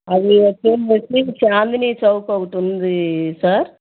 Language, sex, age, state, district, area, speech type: Telugu, female, 30-45, Andhra Pradesh, Bapatla, urban, conversation